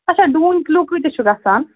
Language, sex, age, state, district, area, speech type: Kashmiri, female, 30-45, Jammu and Kashmir, Srinagar, urban, conversation